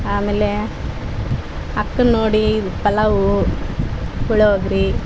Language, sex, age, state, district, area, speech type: Kannada, female, 30-45, Karnataka, Vijayanagara, rural, spontaneous